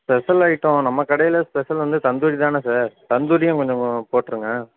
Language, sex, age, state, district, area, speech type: Tamil, male, 30-45, Tamil Nadu, Ariyalur, rural, conversation